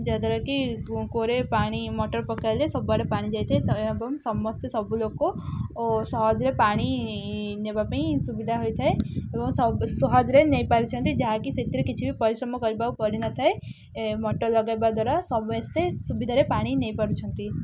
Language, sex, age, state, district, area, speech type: Odia, female, 18-30, Odisha, Ganjam, urban, spontaneous